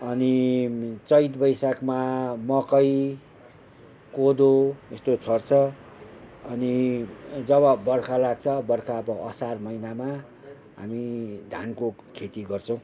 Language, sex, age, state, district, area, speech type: Nepali, male, 60+, West Bengal, Kalimpong, rural, spontaneous